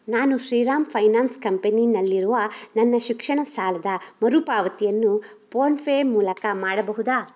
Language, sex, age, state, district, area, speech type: Kannada, male, 18-30, Karnataka, Shimoga, rural, read